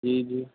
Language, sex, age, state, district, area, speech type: Urdu, male, 60+, Delhi, Central Delhi, rural, conversation